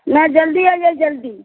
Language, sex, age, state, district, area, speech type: Maithili, female, 45-60, Bihar, Sitamarhi, urban, conversation